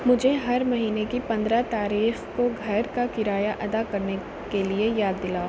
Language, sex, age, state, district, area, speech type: Urdu, female, 18-30, Uttar Pradesh, Aligarh, urban, read